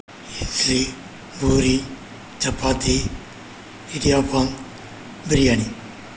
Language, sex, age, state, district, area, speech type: Tamil, male, 60+, Tamil Nadu, Viluppuram, urban, spontaneous